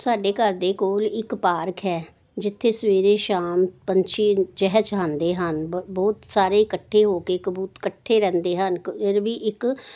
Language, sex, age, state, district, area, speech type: Punjabi, female, 60+, Punjab, Jalandhar, urban, spontaneous